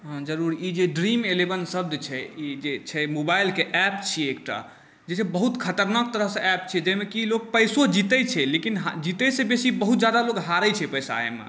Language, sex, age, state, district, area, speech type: Maithili, male, 18-30, Bihar, Saharsa, urban, spontaneous